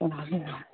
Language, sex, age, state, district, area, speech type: Manipuri, female, 60+, Manipur, Kangpokpi, urban, conversation